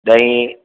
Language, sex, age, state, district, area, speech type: Sindhi, male, 30-45, Madhya Pradesh, Katni, urban, conversation